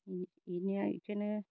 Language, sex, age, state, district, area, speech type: Bodo, female, 45-60, Assam, Baksa, rural, spontaneous